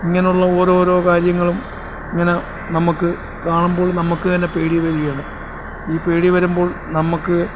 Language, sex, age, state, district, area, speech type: Malayalam, male, 45-60, Kerala, Alappuzha, urban, spontaneous